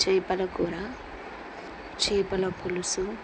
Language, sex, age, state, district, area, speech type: Telugu, female, 45-60, Andhra Pradesh, Kurnool, rural, spontaneous